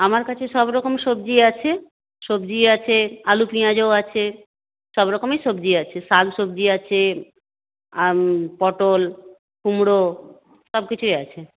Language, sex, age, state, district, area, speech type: Bengali, female, 45-60, West Bengal, Purulia, rural, conversation